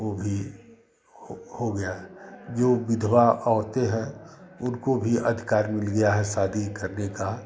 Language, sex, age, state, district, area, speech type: Hindi, male, 60+, Uttar Pradesh, Chandauli, urban, spontaneous